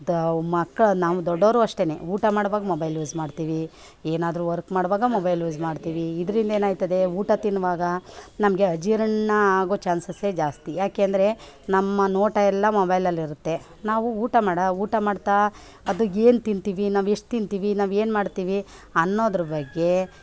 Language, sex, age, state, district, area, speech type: Kannada, female, 45-60, Karnataka, Mandya, urban, spontaneous